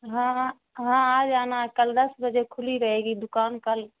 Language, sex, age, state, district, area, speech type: Urdu, female, 18-30, Bihar, Saharsa, rural, conversation